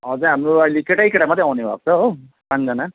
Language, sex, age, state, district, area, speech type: Nepali, male, 30-45, West Bengal, Kalimpong, rural, conversation